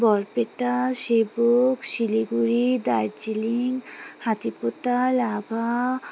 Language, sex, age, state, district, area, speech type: Bengali, female, 30-45, West Bengal, Alipurduar, rural, spontaneous